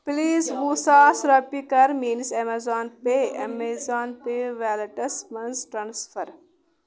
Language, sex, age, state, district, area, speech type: Kashmiri, male, 18-30, Jammu and Kashmir, Kulgam, rural, read